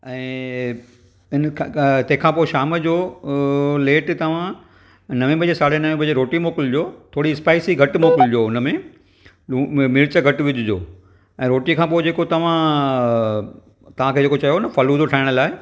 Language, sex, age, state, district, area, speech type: Sindhi, male, 45-60, Maharashtra, Thane, urban, spontaneous